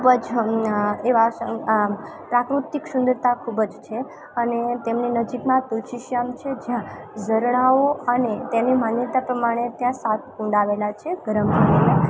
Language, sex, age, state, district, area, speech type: Gujarati, female, 18-30, Gujarat, Junagadh, rural, spontaneous